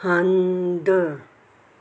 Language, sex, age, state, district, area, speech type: Sindhi, female, 60+, Maharashtra, Mumbai Suburban, urban, read